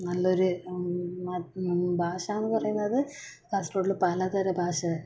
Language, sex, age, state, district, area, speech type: Malayalam, female, 18-30, Kerala, Kasaragod, rural, spontaneous